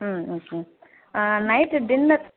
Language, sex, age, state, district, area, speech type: Tamil, female, 18-30, Tamil Nadu, Kallakurichi, rural, conversation